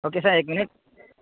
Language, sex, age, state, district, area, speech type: Urdu, male, 18-30, Uttar Pradesh, Saharanpur, urban, conversation